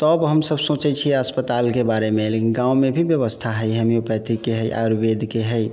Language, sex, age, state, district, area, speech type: Maithili, male, 45-60, Bihar, Sitamarhi, rural, spontaneous